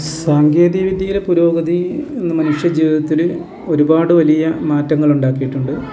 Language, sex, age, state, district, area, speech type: Malayalam, male, 45-60, Kerala, Wayanad, rural, spontaneous